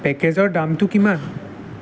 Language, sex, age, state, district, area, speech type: Assamese, male, 18-30, Assam, Jorhat, urban, read